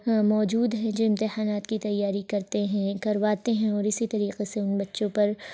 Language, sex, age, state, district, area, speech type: Urdu, female, 30-45, Uttar Pradesh, Lucknow, urban, spontaneous